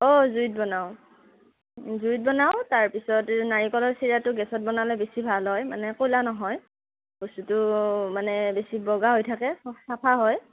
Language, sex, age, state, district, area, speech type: Assamese, female, 18-30, Assam, Darrang, rural, conversation